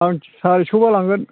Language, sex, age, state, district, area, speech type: Bodo, male, 45-60, Assam, Chirang, rural, conversation